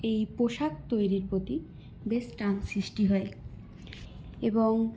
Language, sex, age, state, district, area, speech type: Bengali, female, 18-30, West Bengal, Purulia, urban, spontaneous